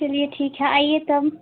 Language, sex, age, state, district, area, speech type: Hindi, female, 18-30, Uttar Pradesh, Jaunpur, urban, conversation